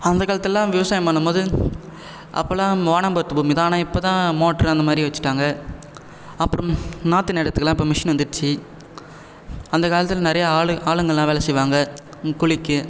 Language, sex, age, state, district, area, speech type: Tamil, male, 30-45, Tamil Nadu, Cuddalore, rural, spontaneous